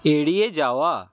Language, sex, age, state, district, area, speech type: Bengali, male, 60+, West Bengal, Paschim Medinipur, rural, read